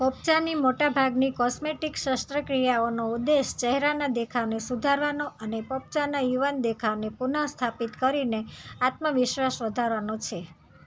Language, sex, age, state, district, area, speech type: Gujarati, female, 30-45, Gujarat, Surat, rural, read